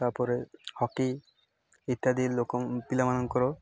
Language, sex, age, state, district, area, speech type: Odia, male, 18-30, Odisha, Malkangiri, rural, spontaneous